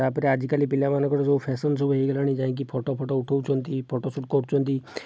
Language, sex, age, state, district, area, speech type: Odia, male, 45-60, Odisha, Jajpur, rural, spontaneous